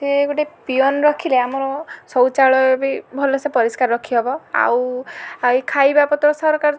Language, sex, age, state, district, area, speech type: Odia, female, 18-30, Odisha, Balasore, rural, spontaneous